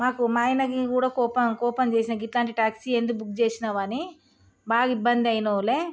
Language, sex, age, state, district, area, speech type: Telugu, female, 30-45, Telangana, Jagtial, rural, spontaneous